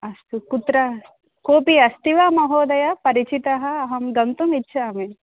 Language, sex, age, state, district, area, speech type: Sanskrit, female, 30-45, Telangana, Karimnagar, urban, conversation